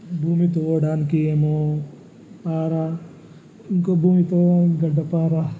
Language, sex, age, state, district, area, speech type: Telugu, male, 30-45, Telangana, Vikarabad, urban, spontaneous